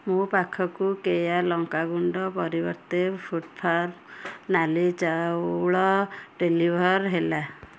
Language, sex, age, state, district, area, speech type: Odia, female, 30-45, Odisha, Kendujhar, urban, read